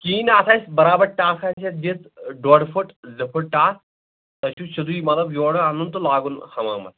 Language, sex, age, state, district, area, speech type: Kashmiri, male, 30-45, Jammu and Kashmir, Anantnag, rural, conversation